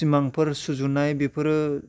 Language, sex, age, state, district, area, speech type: Bodo, male, 30-45, Assam, Chirang, rural, spontaneous